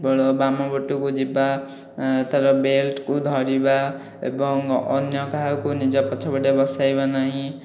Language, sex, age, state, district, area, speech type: Odia, male, 18-30, Odisha, Khordha, rural, spontaneous